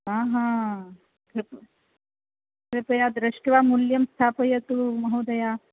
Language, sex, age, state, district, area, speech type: Sanskrit, female, 45-60, Rajasthan, Jaipur, rural, conversation